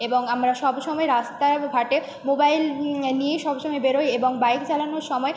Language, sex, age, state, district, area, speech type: Bengali, female, 18-30, West Bengal, Jhargram, rural, spontaneous